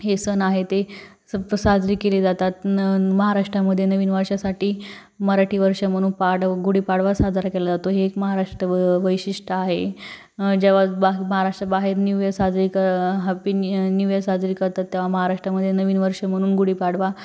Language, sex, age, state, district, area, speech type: Marathi, female, 18-30, Maharashtra, Jalna, urban, spontaneous